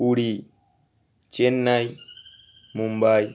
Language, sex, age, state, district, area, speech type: Bengali, male, 18-30, West Bengal, Howrah, urban, spontaneous